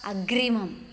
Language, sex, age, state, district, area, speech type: Sanskrit, female, 45-60, Karnataka, Dakshina Kannada, rural, read